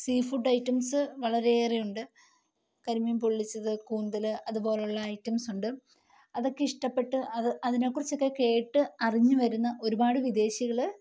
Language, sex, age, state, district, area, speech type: Malayalam, female, 18-30, Kerala, Kottayam, rural, spontaneous